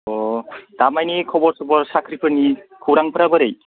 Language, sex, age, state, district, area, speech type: Bodo, male, 30-45, Assam, Chirang, rural, conversation